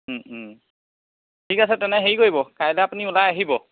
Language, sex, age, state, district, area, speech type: Assamese, male, 30-45, Assam, Majuli, urban, conversation